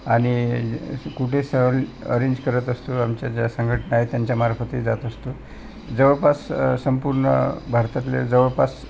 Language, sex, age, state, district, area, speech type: Marathi, male, 60+, Maharashtra, Wardha, urban, spontaneous